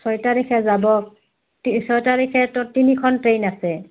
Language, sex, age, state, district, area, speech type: Assamese, female, 30-45, Assam, Udalguri, rural, conversation